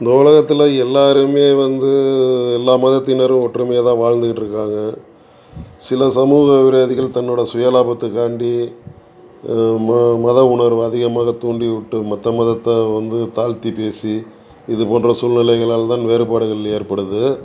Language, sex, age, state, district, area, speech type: Tamil, male, 60+, Tamil Nadu, Tiruchirappalli, urban, spontaneous